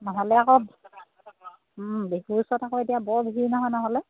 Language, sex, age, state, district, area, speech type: Assamese, female, 30-45, Assam, Charaideo, rural, conversation